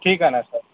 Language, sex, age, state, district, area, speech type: Marathi, male, 18-30, Maharashtra, Yavatmal, rural, conversation